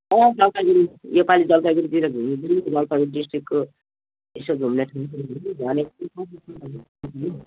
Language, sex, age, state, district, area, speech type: Nepali, female, 60+, West Bengal, Jalpaiguri, rural, conversation